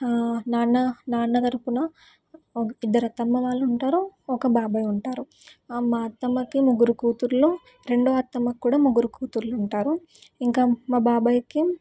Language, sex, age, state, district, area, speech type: Telugu, female, 18-30, Telangana, Suryapet, urban, spontaneous